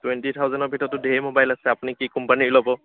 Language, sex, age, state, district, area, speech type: Assamese, male, 30-45, Assam, Dibrugarh, rural, conversation